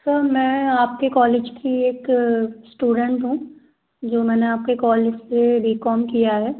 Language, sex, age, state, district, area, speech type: Hindi, female, 18-30, Madhya Pradesh, Gwalior, urban, conversation